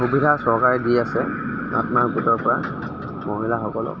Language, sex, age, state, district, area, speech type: Assamese, male, 30-45, Assam, Dibrugarh, rural, spontaneous